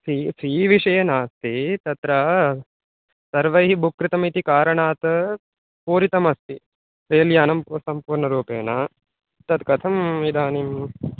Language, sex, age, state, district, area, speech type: Sanskrit, male, 18-30, Telangana, Medak, urban, conversation